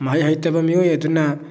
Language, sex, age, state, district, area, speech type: Manipuri, male, 30-45, Manipur, Thoubal, rural, spontaneous